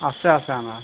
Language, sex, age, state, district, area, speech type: Assamese, male, 60+, Assam, Golaghat, rural, conversation